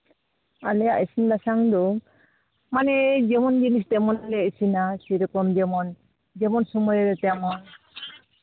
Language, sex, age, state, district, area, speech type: Santali, female, 30-45, West Bengal, Jhargram, rural, conversation